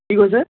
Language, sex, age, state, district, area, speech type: Assamese, male, 18-30, Assam, Tinsukia, urban, conversation